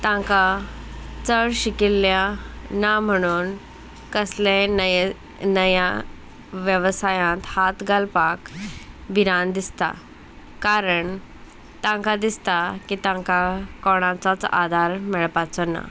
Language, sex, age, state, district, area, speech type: Goan Konkani, female, 18-30, Goa, Salcete, rural, spontaneous